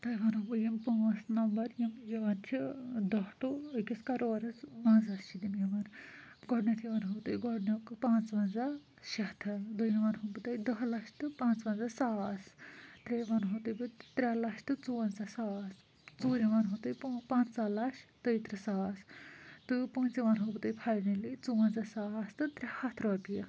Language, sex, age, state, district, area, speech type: Kashmiri, female, 30-45, Jammu and Kashmir, Kulgam, rural, spontaneous